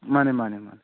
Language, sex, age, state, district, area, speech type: Manipuri, male, 30-45, Manipur, Kakching, rural, conversation